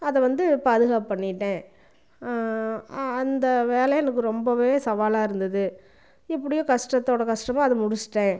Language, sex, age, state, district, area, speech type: Tamil, female, 45-60, Tamil Nadu, Namakkal, rural, spontaneous